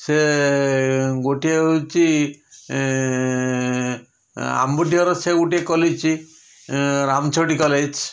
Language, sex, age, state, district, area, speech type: Odia, male, 60+, Odisha, Puri, urban, spontaneous